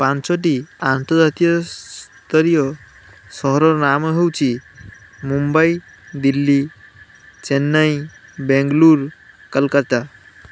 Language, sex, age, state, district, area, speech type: Odia, male, 18-30, Odisha, Balasore, rural, spontaneous